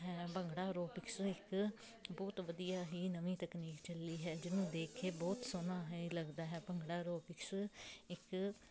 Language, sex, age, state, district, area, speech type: Punjabi, female, 30-45, Punjab, Jalandhar, urban, spontaneous